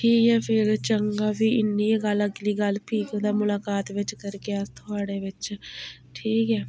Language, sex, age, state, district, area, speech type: Dogri, female, 30-45, Jammu and Kashmir, Udhampur, rural, spontaneous